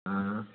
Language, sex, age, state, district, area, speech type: Hindi, male, 45-60, Uttar Pradesh, Varanasi, urban, conversation